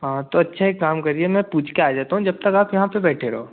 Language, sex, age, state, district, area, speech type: Hindi, male, 18-30, Madhya Pradesh, Betul, rural, conversation